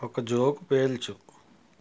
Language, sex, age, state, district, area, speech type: Telugu, male, 60+, Andhra Pradesh, West Godavari, rural, read